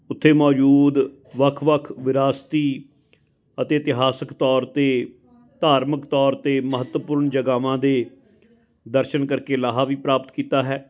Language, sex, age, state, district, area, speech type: Punjabi, male, 45-60, Punjab, Fatehgarh Sahib, urban, spontaneous